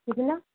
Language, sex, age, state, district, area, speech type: Hindi, female, 30-45, Uttar Pradesh, Ayodhya, rural, conversation